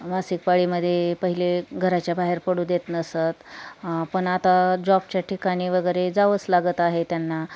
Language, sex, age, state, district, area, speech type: Marathi, female, 30-45, Maharashtra, Osmanabad, rural, spontaneous